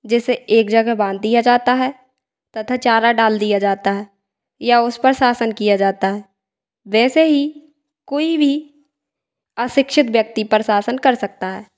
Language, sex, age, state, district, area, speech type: Hindi, female, 18-30, Madhya Pradesh, Hoshangabad, rural, spontaneous